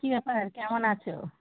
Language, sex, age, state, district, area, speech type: Bengali, female, 18-30, West Bengal, Hooghly, urban, conversation